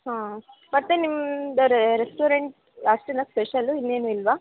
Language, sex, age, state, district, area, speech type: Kannada, female, 18-30, Karnataka, Chitradurga, rural, conversation